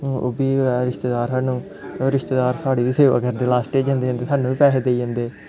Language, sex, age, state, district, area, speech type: Dogri, male, 18-30, Jammu and Kashmir, Kathua, rural, spontaneous